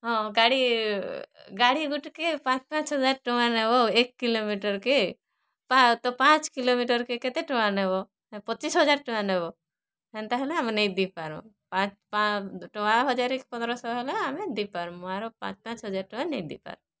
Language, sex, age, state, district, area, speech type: Odia, female, 30-45, Odisha, Kalahandi, rural, spontaneous